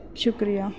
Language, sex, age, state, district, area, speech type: Urdu, female, 18-30, Delhi, North East Delhi, urban, spontaneous